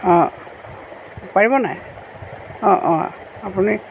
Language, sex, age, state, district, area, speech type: Assamese, female, 45-60, Assam, Tinsukia, rural, spontaneous